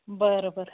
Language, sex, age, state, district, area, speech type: Marathi, female, 30-45, Maharashtra, Hingoli, urban, conversation